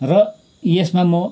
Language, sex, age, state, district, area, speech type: Nepali, male, 45-60, West Bengal, Kalimpong, rural, spontaneous